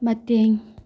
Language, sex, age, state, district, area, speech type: Manipuri, female, 30-45, Manipur, Tengnoupal, rural, read